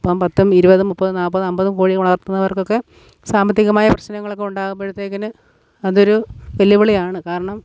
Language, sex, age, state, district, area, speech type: Malayalam, female, 30-45, Kerala, Alappuzha, rural, spontaneous